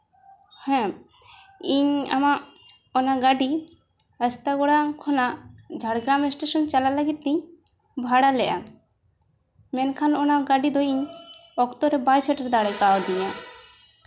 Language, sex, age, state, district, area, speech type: Santali, female, 18-30, West Bengal, Jhargram, rural, spontaneous